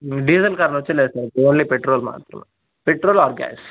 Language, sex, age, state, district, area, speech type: Telugu, male, 60+, Andhra Pradesh, Chittoor, rural, conversation